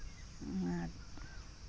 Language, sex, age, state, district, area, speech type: Santali, female, 45-60, Jharkhand, Seraikela Kharsawan, rural, spontaneous